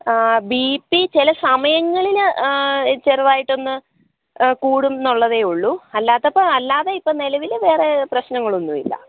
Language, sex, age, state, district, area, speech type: Malayalam, female, 30-45, Kerala, Idukki, rural, conversation